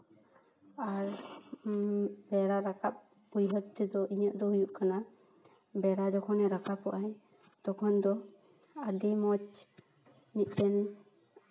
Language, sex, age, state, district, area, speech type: Santali, female, 18-30, West Bengal, Paschim Bardhaman, urban, spontaneous